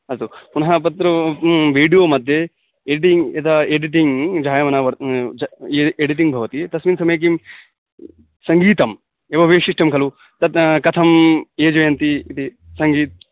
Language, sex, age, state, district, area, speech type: Sanskrit, male, 18-30, West Bengal, Dakshin Dinajpur, rural, conversation